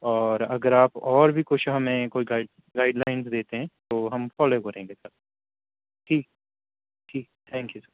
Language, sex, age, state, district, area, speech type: Urdu, male, 30-45, Delhi, New Delhi, urban, conversation